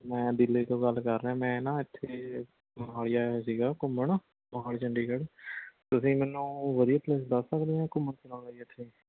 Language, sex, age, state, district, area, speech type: Punjabi, male, 18-30, Punjab, Mohali, rural, conversation